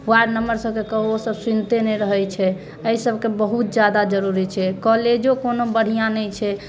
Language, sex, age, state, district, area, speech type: Maithili, female, 30-45, Bihar, Sitamarhi, urban, spontaneous